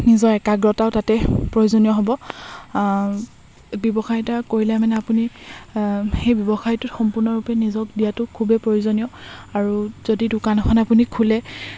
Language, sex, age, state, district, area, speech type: Assamese, female, 18-30, Assam, Charaideo, rural, spontaneous